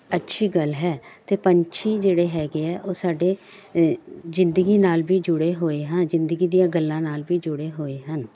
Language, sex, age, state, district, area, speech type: Punjabi, female, 45-60, Punjab, Jalandhar, urban, spontaneous